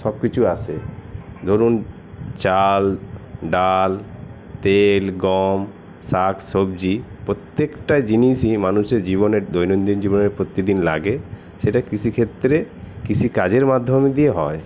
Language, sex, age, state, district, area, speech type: Bengali, male, 60+, West Bengal, Paschim Bardhaman, urban, spontaneous